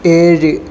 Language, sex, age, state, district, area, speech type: Malayalam, male, 30-45, Kerala, Kasaragod, rural, read